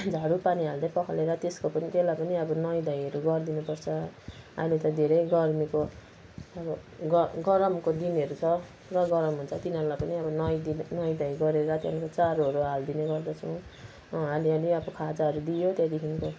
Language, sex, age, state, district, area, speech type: Nepali, female, 60+, West Bengal, Kalimpong, rural, spontaneous